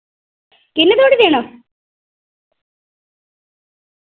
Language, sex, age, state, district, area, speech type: Dogri, female, 30-45, Jammu and Kashmir, Reasi, rural, conversation